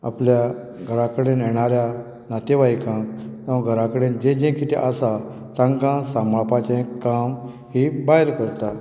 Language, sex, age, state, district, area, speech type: Goan Konkani, female, 60+, Goa, Canacona, rural, spontaneous